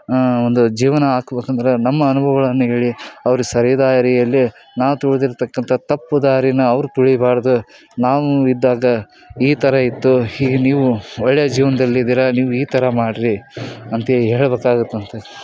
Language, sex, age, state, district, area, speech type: Kannada, male, 30-45, Karnataka, Koppal, rural, spontaneous